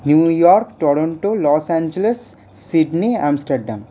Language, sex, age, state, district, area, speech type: Bengali, male, 18-30, West Bengal, Paschim Bardhaman, urban, spontaneous